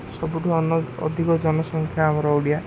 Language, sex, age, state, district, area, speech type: Odia, male, 18-30, Odisha, Ganjam, urban, spontaneous